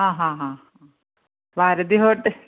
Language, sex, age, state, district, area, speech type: Malayalam, female, 45-60, Kerala, Kannur, rural, conversation